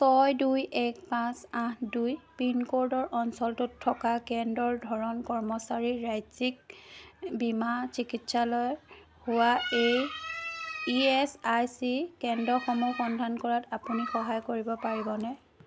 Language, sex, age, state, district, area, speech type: Assamese, female, 30-45, Assam, Jorhat, rural, read